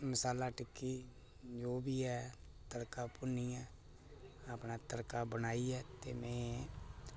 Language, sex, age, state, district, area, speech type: Dogri, male, 18-30, Jammu and Kashmir, Reasi, rural, spontaneous